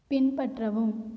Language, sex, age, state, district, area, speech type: Tamil, female, 18-30, Tamil Nadu, Cuddalore, rural, read